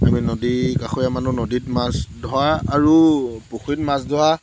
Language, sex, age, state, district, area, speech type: Assamese, male, 18-30, Assam, Dhemaji, rural, spontaneous